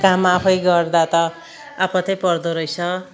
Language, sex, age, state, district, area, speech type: Nepali, female, 60+, West Bengal, Kalimpong, rural, spontaneous